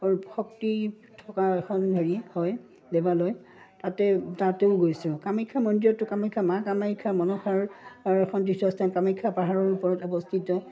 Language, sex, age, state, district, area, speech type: Assamese, female, 45-60, Assam, Udalguri, rural, spontaneous